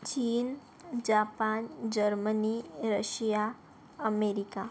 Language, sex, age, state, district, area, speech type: Marathi, female, 18-30, Maharashtra, Yavatmal, rural, spontaneous